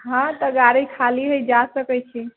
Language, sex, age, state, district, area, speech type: Maithili, female, 30-45, Bihar, Sitamarhi, rural, conversation